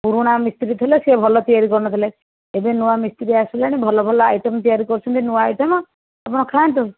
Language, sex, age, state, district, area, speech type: Odia, female, 60+, Odisha, Jajpur, rural, conversation